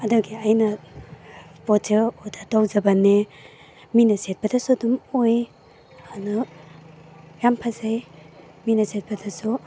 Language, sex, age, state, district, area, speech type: Manipuri, female, 30-45, Manipur, Imphal East, rural, spontaneous